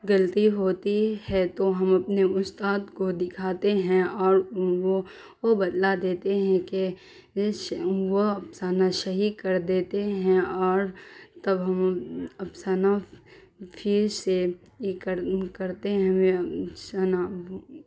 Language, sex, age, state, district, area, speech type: Urdu, female, 30-45, Bihar, Darbhanga, rural, spontaneous